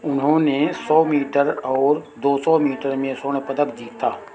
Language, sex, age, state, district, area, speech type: Hindi, male, 60+, Uttar Pradesh, Sitapur, rural, read